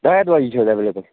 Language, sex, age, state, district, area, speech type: Kashmiri, male, 18-30, Jammu and Kashmir, Kupwara, rural, conversation